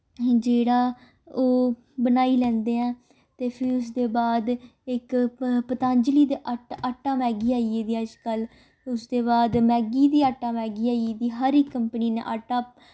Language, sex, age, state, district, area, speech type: Dogri, female, 18-30, Jammu and Kashmir, Samba, urban, spontaneous